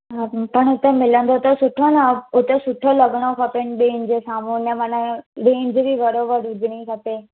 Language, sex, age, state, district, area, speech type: Sindhi, female, 18-30, Gujarat, Surat, urban, conversation